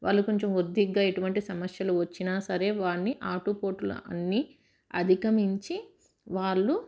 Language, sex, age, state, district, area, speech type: Telugu, female, 30-45, Telangana, Medchal, rural, spontaneous